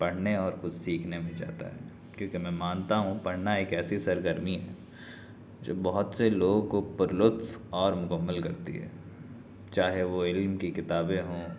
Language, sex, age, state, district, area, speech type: Urdu, male, 30-45, Delhi, South Delhi, rural, spontaneous